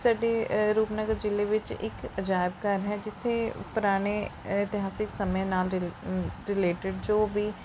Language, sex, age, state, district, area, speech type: Punjabi, female, 18-30, Punjab, Rupnagar, urban, spontaneous